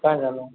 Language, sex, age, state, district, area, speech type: Hindi, male, 45-60, Rajasthan, Jodhpur, urban, conversation